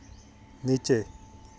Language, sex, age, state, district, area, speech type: Hindi, male, 30-45, Madhya Pradesh, Hoshangabad, rural, read